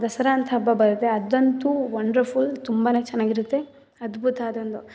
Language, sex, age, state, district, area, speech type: Kannada, female, 18-30, Karnataka, Mysore, rural, spontaneous